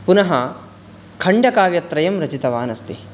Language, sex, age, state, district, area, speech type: Sanskrit, male, 18-30, Karnataka, Uttara Kannada, rural, spontaneous